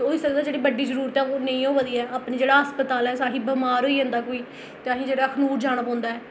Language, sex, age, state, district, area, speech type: Dogri, female, 18-30, Jammu and Kashmir, Jammu, rural, spontaneous